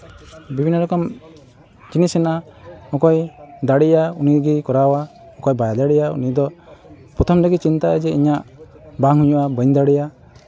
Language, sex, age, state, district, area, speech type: Santali, male, 18-30, West Bengal, Malda, rural, spontaneous